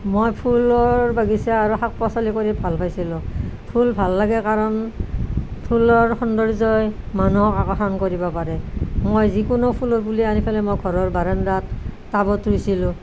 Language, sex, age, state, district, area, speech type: Assamese, female, 60+, Assam, Nalbari, rural, spontaneous